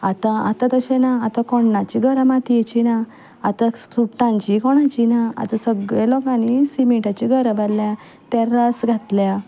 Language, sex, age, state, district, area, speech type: Goan Konkani, female, 30-45, Goa, Ponda, rural, spontaneous